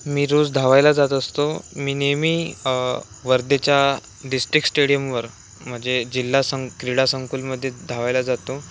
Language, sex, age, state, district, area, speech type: Marathi, male, 18-30, Maharashtra, Wardha, urban, spontaneous